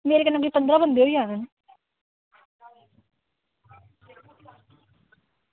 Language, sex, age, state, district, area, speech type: Dogri, female, 18-30, Jammu and Kashmir, Samba, rural, conversation